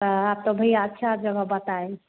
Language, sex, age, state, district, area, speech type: Hindi, female, 60+, Bihar, Madhepura, rural, conversation